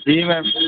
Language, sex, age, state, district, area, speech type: Urdu, female, 18-30, Delhi, Central Delhi, urban, conversation